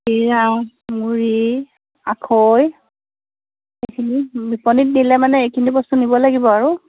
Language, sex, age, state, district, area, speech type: Assamese, female, 45-60, Assam, Dibrugarh, rural, conversation